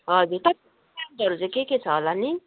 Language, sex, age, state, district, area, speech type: Nepali, female, 45-60, West Bengal, Kalimpong, rural, conversation